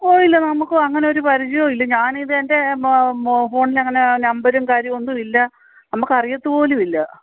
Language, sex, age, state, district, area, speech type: Malayalam, female, 45-60, Kerala, Kottayam, rural, conversation